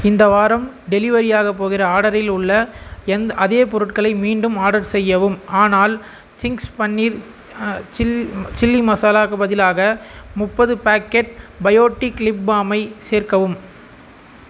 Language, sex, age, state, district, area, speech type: Tamil, male, 18-30, Tamil Nadu, Tiruvannamalai, urban, read